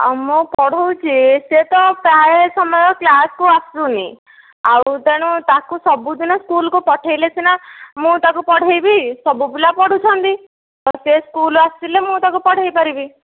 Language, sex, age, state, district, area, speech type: Odia, female, 18-30, Odisha, Nayagarh, rural, conversation